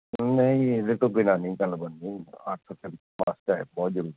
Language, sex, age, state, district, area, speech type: Punjabi, male, 45-60, Punjab, Gurdaspur, urban, conversation